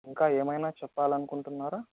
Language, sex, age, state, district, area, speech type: Telugu, male, 30-45, Andhra Pradesh, Anantapur, urban, conversation